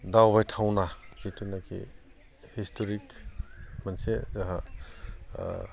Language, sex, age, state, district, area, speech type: Bodo, male, 30-45, Assam, Udalguri, urban, spontaneous